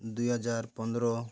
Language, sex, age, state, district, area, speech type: Odia, male, 45-60, Odisha, Malkangiri, urban, spontaneous